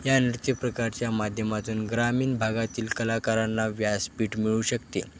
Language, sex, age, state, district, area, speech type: Marathi, male, 18-30, Maharashtra, Nanded, rural, spontaneous